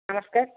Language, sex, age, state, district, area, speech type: Odia, female, 60+, Odisha, Jharsuguda, rural, conversation